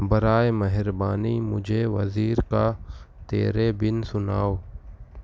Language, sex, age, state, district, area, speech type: Urdu, male, 18-30, Maharashtra, Nashik, urban, read